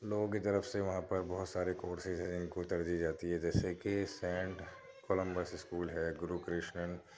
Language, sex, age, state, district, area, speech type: Urdu, male, 30-45, Delhi, Central Delhi, urban, spontaneous